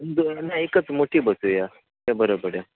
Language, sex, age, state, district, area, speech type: Marathi, male, 30-45, Maharashtra, Sindhudurg, rural, conversation